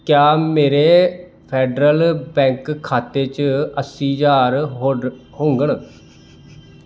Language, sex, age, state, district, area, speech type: Dogri, male, 30-45, Jammu and Kashmir, Samba, rural, read